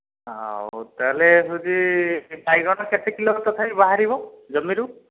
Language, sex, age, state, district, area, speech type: Odia, male, 45-60, Odisha, Dhenkanal, rural, conversation